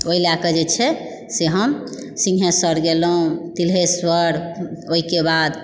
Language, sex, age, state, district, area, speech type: Maithili, female, 45-60, Bihar, Supaul, rural, spontaneous